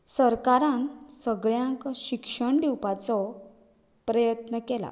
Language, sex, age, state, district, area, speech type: Goan Konkani, female, 30-45, Goa, Canacona, rural, spontaneous